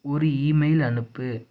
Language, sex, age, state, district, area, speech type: Tamil, male, 18-30, Tamil Nadu, Tiruppur, rural, read